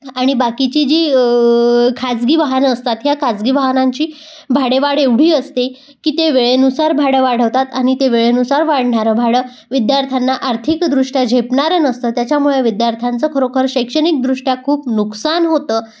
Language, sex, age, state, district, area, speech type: Marathi, female, 30-45, Maharashtra, Amravati, rural, spontaneous